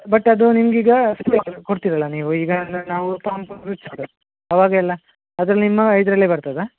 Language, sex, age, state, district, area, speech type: Kannada, male, 30-45, Karnataka, Dakshina Kannada, rural, conversation